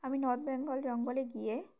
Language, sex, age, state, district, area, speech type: Bengali, female, 18-30, West Bengal, Uttar Dinajpur, urban, spontaneous